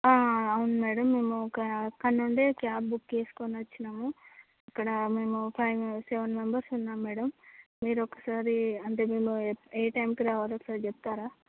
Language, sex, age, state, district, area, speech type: Telugu, female, 18-30, Andhra Pradesh, Visakhapatnam, urban, conversation